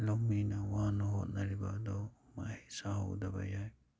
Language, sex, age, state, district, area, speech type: Manipuri, male, 30-45, Manipur, Kakching, rural, spontaneous